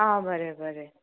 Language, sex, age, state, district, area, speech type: Goan Konkani, female, 18-30, Goa, Ponda, rural, conversation